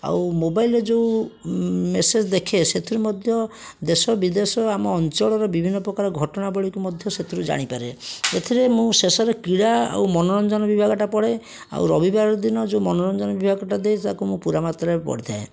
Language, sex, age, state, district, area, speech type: Odia, male, 60+, Odisha, Jajpur, rural, spontaneous